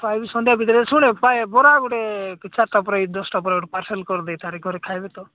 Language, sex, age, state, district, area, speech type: Odia, male, 45-60, Odisha, Nabarangpur, rural, conversation